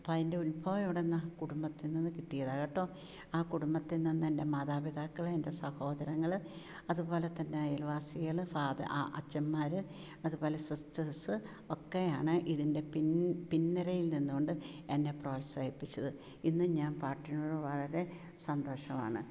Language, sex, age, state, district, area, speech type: Malayalam, female, 60+, Kerala, Kollam, rural, spontaneous